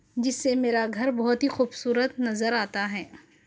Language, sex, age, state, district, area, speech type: Urdu, female, 30-45, Telangana, Hyderabad, urban, spontaneous